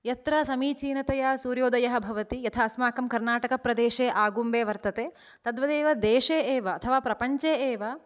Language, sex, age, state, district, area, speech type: Sanskrit, female, 18-30, Karnataka, Dakshina Kannada, urban, spontaneous